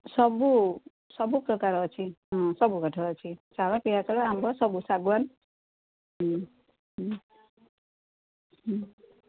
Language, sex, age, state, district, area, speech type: Odia, female, 60+, Odisha, Gajapati, rural, conversation